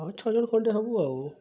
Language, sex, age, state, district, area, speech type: Odia, male, 18-30, Odisha, Subarnapur, urban, spontaneous